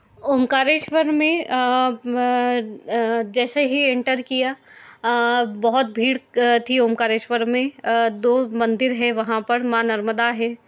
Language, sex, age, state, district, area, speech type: Hindi, female, 30-45, Madhya Pradesh, Indore, urban, spontaneous